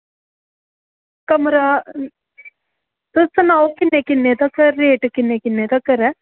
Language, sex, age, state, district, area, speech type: Dogri, female, 30-45, Jammu and Kashmir, Samba, rural, conversation